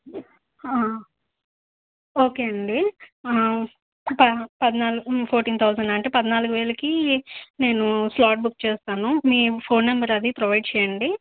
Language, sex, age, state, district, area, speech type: Telugu, female, 30-45, Andhra Pradesh, Nandyal, rural, conversation